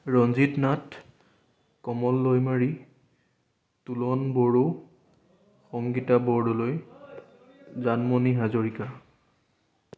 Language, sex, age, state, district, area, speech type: Assamese, male, 18-30, Assam, Sonitpur, rural, spontaneous